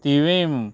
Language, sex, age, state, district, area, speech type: Goan Konkani, male, 30-45, Goa, Murmgao, rural, spontaneous